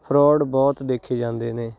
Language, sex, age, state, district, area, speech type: Punjabi, male, 30-45, Punjab, Hoshiarpur, rural, spontaneous